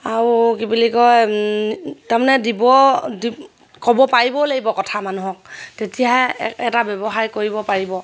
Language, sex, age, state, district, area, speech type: Assamese, female, 30-45, Assam, Sivasagar, rural, spontaneous